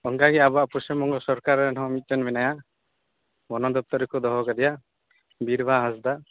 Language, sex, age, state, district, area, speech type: Santali, male, 18-30, West Bengal, Uttar Dinajpur, rural, conversation